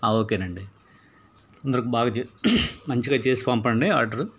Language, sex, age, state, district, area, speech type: Telugu, male, 60+, Andhra Pradesh, Palnadu, urban, spontaneous